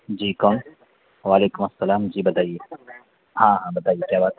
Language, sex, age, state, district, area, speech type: Urdu, male, 18-30, Uttar Pradesh, Saharanpur, urban, conversation